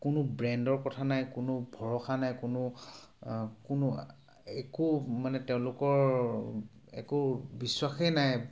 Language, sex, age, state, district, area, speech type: Assamese, male, 30-45, Assam, Sivasagar, urban, spontaneous